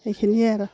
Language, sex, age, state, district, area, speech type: Assamese, female, 45-60, Assam, Udalguri, rural, spontaneous